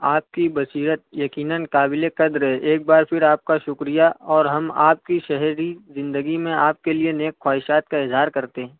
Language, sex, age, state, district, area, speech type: Urdu, male, 60+, Maharashtra, Nashik, urban, conversation